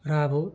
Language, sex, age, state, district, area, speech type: Nepali, male, 18-30, West Bengal, Darjeeling, rural, spontaneous